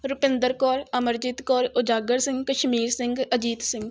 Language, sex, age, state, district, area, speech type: Punjabi, female, 18-30, Punjab, Rupnagar, rural, spontaneous